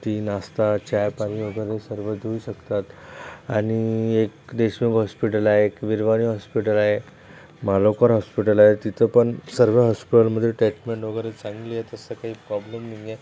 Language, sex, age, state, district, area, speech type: Marathi, male, 30-45, Maharashtra, Akola, rural, spontaneous